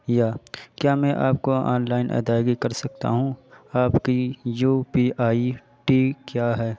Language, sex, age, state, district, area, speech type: Urdu, male, 18-30, Uttar Pradesh, Balrampur, rural, spontaneous